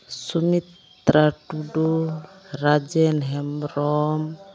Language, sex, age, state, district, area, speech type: Santali, female, 30-45, West Bengal, Malda, rural, spontaneous